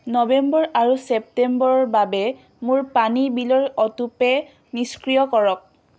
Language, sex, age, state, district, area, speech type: Assamese, female, 18-30, Assam, Dhemaji, rural, read